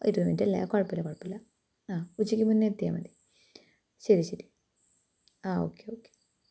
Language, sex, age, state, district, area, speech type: Malayalam, female, 18-30, Kerala, Pathanamthitta, rural, spontaneous